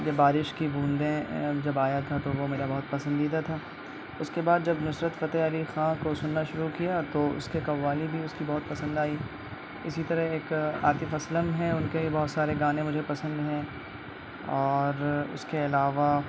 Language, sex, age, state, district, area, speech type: Urdu, male, 18-30, Bihar, Purnia, rural, spontaneous